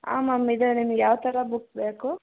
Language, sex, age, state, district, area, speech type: Kannada, female, 30-45, Karnataka, Hassan, urban, conversation